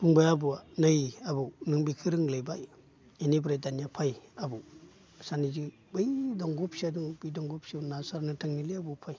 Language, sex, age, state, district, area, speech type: Bodo, male, 45-60, Assam, Baksa, urban, spontaneous